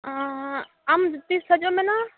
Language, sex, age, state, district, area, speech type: Santali, female, 18-30, West Bengal, Malda, rural, conversation